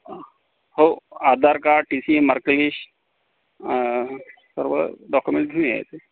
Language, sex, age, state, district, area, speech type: Marathi, male, 45-60, Maharashtra, Akola, rural, conversation